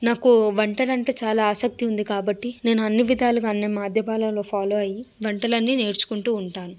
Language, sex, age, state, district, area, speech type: Telugu, female, 30-45, Telangana, Hyderabad, rural, spontaneous